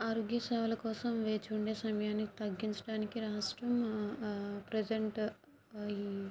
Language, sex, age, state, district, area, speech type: Telugu, female, 18-30, Andhra Pradesh, Kakinada, urban, spontaneous